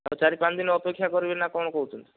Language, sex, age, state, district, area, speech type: Odia, male, 45-60, Odisha, Kandhamal, rural, conversation